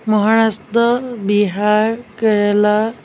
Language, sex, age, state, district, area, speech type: Assamese, female, 45-60, Assam, Nagaon, rural, spontaneous